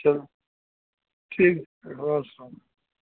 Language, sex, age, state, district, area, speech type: Urdu, male, 60+, Bihar, Khagaria, rural, conversation